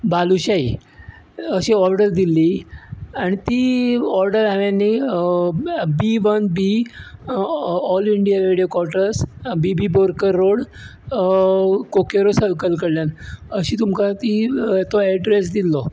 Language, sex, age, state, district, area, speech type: Goan Konkani, male, 60+, Goa, Bardez, rural, spontaneous